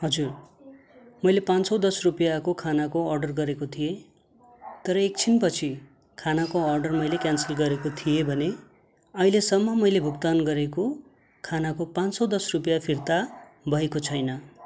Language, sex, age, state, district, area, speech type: Nepali, male, 30-45, West Bengal, Darjeeling, rural, spontaneous